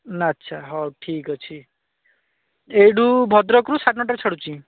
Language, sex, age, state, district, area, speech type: Odia, male, 45-60, Odisha, Bhadrak, rural, conversation